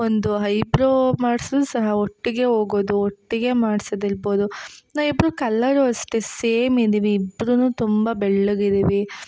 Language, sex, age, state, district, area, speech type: Kannada, female, 18-30, Karnataka, Hassan, urban, spontaneous